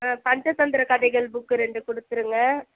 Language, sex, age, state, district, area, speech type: Tamil, female, 30-45, Tamil Nadu, Coimbatore, rural, conversation